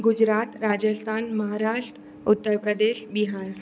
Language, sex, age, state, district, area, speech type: Gujarati, female, 18-30, Gujarat, Surat, rural, spontaneous